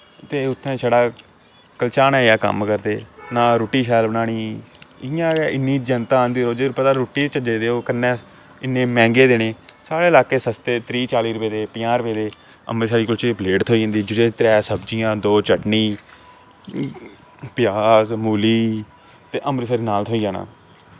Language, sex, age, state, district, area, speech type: Dogri, male, 18-30, Jammu and Kashmir, Samba, urban, spontaneous